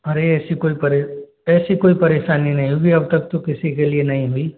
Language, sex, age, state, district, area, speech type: Hindi, male, 45-60, Rajasthan, Karauli, rural, conversation